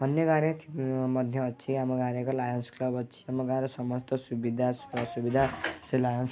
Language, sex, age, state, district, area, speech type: Odia, male, 18-30, Odisha, Kendujhar, urban, spontaneous